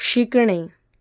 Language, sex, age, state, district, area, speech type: Marathi, female, 18-30, Maharashtra, Mumbai Suburban, rural, read